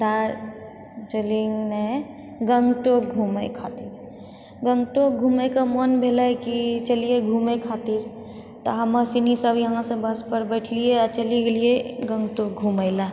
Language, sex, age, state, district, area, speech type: Maithili, female, 30-45, Bihar, Purnia, urban, spontaneous